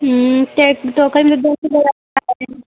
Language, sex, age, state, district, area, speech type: Hindi, female, 30-45, Uttar Pradesh, Mau, rural, conversation